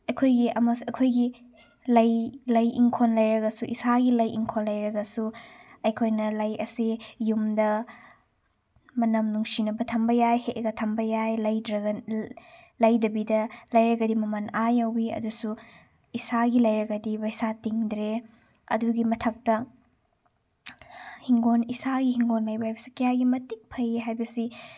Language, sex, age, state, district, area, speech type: Manipuri, female, 18-30, Manipur, Chandel, rural, spontaneous